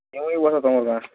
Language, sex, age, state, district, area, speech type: Odia, male, 18-30, Odisha, Nuapada, urban, conversation